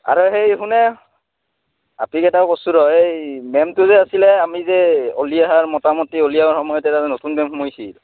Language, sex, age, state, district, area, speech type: Assamese, male, 18-30, Assam, Udalguri, urban, conversation